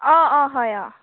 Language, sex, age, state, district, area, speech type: Assamese, female, 18-30, Assam, Sivasagar, urban, conversation